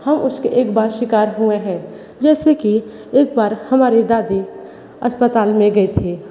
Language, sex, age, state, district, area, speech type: Hindi, female, 30-45, Uttar Pradesh, Sonbhadra, rural, spontaneous